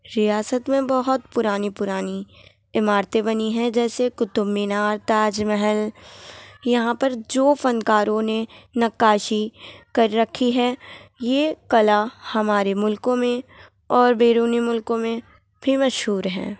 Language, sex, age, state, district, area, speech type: Urdu, female, 18-30, Delhi, Central Delhi, urban, spontaneous